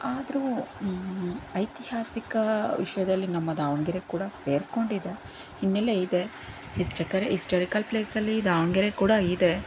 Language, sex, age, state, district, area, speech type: Kannada, female, 30-45, Karnataka, Davanagere, rural, spontaneous